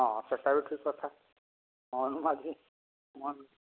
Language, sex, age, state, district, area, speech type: Odia, male, 60+, Odisha, Angul, rural, conversation